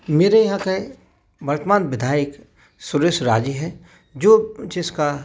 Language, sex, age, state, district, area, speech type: Hindi, male, 45-60, Madhya Pradesh, Gwalior, rural, spontaneous